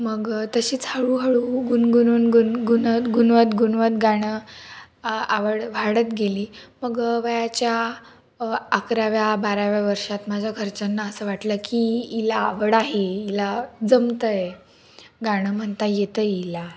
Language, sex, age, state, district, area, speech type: Marathi, female, 18-30, Maharashtra, Nashik, urban, spontaneous